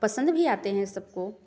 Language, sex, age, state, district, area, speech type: Hindi, female, 30-45, Uttar Pradesh, Prayagraj, rural, spontaneous